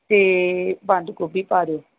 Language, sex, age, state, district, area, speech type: Punjabi, female, 45-60, Punjab, Bathinda, rural, conversation